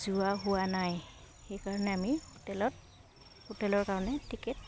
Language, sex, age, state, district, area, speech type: Assamese, female, 30-45, Assam, Udalguri, rural, spontaneous